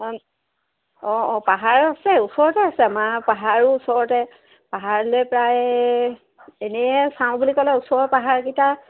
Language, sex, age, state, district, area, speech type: Assamese, female, 30-45, Assam, Sivasagar, rural, conversation